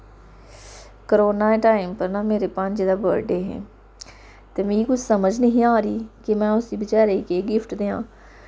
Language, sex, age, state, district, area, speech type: Dogri, female, 30-45, Jammu and Kashmir, Samba, rural, spontaneous